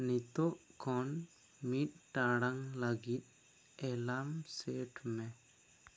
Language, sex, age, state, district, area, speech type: Santali, male, 18-30, West Bengal, Bankura, rural, read